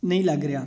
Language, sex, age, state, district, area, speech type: Punjabi, male, 18-30, Punjab, Gurdaspur, rural, spontaneous